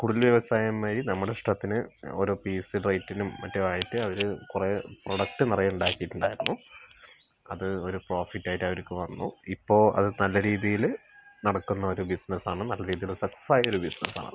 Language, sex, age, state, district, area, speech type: Malayalam, male, 45-60, Kerala, Palakkad, rural, spontaneous